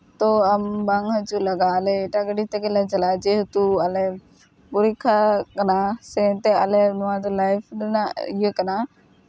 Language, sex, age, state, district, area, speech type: Santali, female, 18-30, West Bengal, Uttar Dinajpur, rural, spontaneous